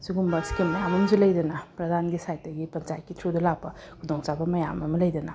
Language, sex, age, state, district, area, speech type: Manipuri, female, 30-45, Manipur, Bishnupur, rural, spontaneous